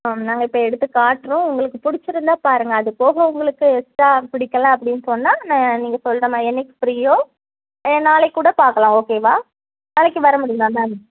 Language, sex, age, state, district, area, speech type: Tamil, female, 18-30, Tamil Nadu, Kanyakumari, rural, conversation